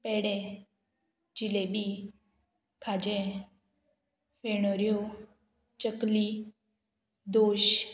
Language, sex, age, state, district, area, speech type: Goan Konkani, female, 18-30, Goa, Murmgao, urban, spontaneous